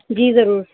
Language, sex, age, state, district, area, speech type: Urdu, female, 18-30, Delhi, East Delhi, urban, conversation